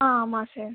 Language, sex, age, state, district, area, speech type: Tamil, female, 18-30, Tamil Nadu, Viluppuram, rural, conversation